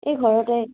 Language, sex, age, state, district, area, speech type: Assamese, female, 18-30, Assam, Dibrugarh, rural, conversation